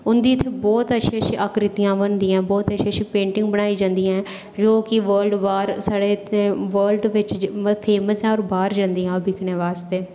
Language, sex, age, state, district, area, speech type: Dogri, female, 18-30, Jammu and Kashmir, Reasi, rural, spontaneous